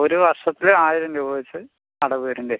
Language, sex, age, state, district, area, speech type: Malayalam, male, 18-30, Kerala, Palakkad, rural, conversation